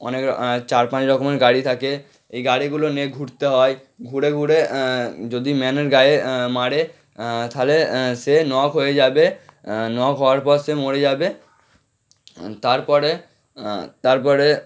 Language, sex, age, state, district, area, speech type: Bengali, male, 18-30, West Bengal, Howrah, urban, spontaneous